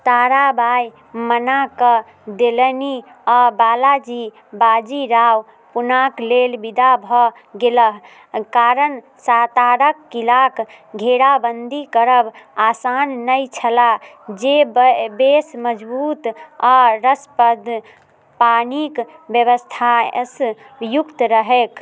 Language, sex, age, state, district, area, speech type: Maithili, female, 18-30, Bihar, Muzaffarpur, rural, read